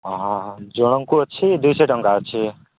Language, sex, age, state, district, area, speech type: Odia, male, 45-60, Odisha, Nabarangpur, rural, conversation